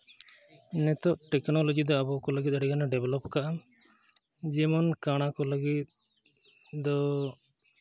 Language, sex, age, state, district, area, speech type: Santali, male, 18-30, Jharkhand, East Singhbhum, rural, spontaneous